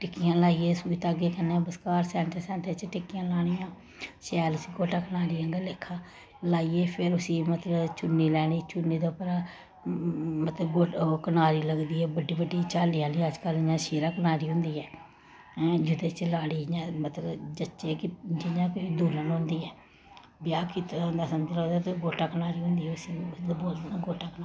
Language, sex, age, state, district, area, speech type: Dogri, female, 30-45, Jammu and Kashmir, Samba, urban, spontaneous